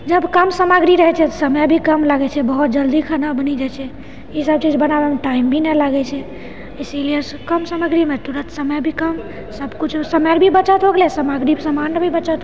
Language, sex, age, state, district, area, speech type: Maithili, female, 30-45, Bihar, Purnia, rural, spontaneous